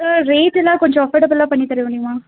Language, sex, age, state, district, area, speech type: Tamil, female, 30-45, Tamil Nadu, Nilgiris, urban, conversation